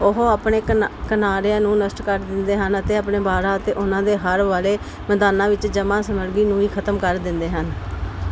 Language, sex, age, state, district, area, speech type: Punjabi, female, 30-45, Punjab, Pathankot, urban, read